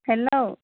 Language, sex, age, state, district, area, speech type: Assamese, female, 60+, Assam, Dibrugarh, rural, conversation